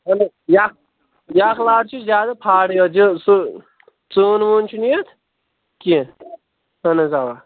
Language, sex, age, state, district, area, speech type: Kashmiri, male, 18-30, Jammu and Kashmir, Anantnag, rural, conversation